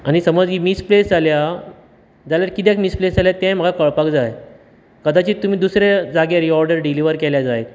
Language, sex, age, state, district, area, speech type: Goan Konkani, male, 30-45, Goa, Bardez, rural, spontaneous